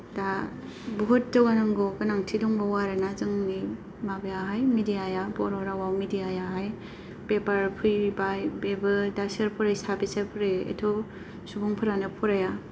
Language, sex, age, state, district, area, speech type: Bodo, female, 30-45, Assam, Kokrajhar, rural, spontaneous